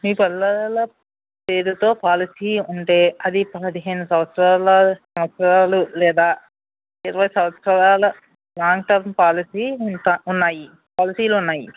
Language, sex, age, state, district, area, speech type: Telugu, male, 60+, Andhra Pradesh, West Godavari, rural, conversation